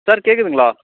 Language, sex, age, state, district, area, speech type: Tamil, male, 18-30, Tamil Nadu, Tiruppur, rural, conversation